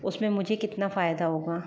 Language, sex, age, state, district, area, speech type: Hindi, female, 30-45, Rajasthan, Jaipur, urban, spontaneous